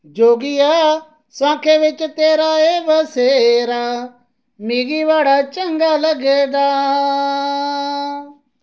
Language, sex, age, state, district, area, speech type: Dogri, male, 30-45, Jammu and Kashmir, Reasi, rural, spontaneous